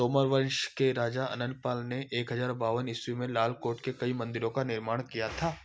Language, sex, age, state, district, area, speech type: Hindi, male, 30-45, Madhya Pradesh, Ujjain, urban, read